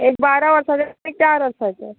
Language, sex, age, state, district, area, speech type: Goan Konkani, female, 30-45, Goa, Tiswadi, rural, conversation